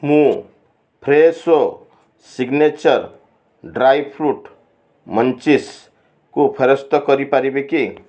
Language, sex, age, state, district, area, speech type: Odia, male, 60+, Odisha, Balasore, rural, read